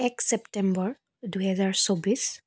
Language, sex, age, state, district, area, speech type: Assamese, female, 18-30, Assam, Dibrugarh, urban, spontaneous